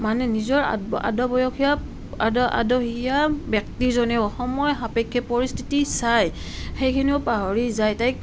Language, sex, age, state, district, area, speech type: Assamese, female, 30-45, Assam, Nalbari, rural, spontaneous